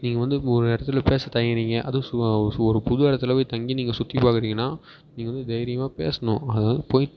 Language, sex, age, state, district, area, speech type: Tamil, male, 18-30, Tamil Nadu, Perambalur, rural, spontaneous